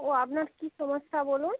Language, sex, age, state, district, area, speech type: Bengali, female, 45-60, West Bengal, Hooghly, urban, conversation